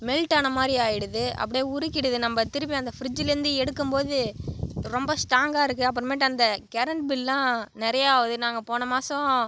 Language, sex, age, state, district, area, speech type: Tamil, male, 18-30, Tamil Nadu, Cuddalore, rural, spontaneous